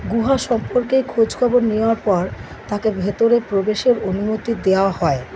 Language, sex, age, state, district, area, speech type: Bengali, female, 60+, West Bengal, Kolkata, urban, read